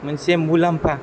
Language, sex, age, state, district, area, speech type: Bodo, male, 18-30, Assam, Chirang, rural, spontaneous